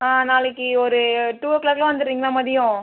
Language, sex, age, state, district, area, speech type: Tamil, female, 30-45, Tamil Nadu, Viluppuram, rural, conversation